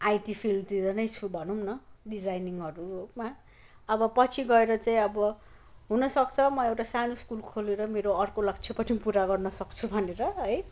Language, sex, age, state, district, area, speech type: Nepali, male, 30-45, West Bengal, Kalimpong, rural, spontaneous